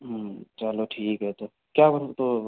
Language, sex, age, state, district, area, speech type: Hindi, male, 45-60, Rajasthan, Jodhpur, urban, conversation